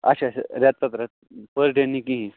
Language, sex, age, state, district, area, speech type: Kashmiri, male, 18-30, Jammu and Kashmir, Kupwara, rural, conversation